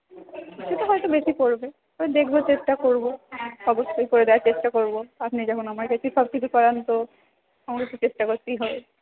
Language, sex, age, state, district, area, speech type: Bengali, female, 18-30, West Bengal, Purba Bardhaman, rural, conversation